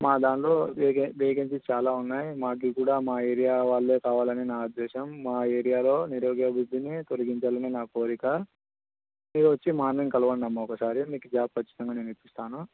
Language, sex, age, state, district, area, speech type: Telugu, male, 18-30, Andhra Pradesh, Krishna, urban, conversation